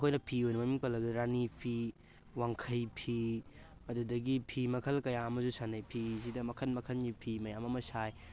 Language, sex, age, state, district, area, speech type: Manipuri, male, 18-30, Manipur, Thoubal, rural, spontaneous